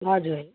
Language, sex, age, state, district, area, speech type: Nepali, female, 30-45, West Bengal, Kalimpong, rural, conversation